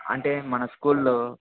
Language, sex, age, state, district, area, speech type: Telugu, male, 18-30, Andhra Pradesh, Annamaya, rural, conversation